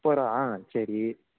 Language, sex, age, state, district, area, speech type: Tamil, male, 18-30, Tamil Nadu, Thanjavur, rural, conversation